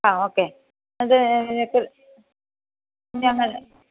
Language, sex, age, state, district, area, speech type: Malayalam, female, 30-45, Kerala, Idukki, rural, conversation